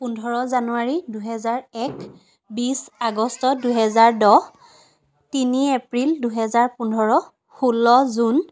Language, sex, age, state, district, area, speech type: Assamese, female, 18-30, Assam, Sivasagar, rural, spontaneous